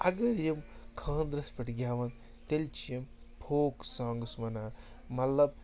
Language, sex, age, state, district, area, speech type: Kashmiri, male, 30-45, Jammu and Kashmir, Srinagar, urban, spontaneous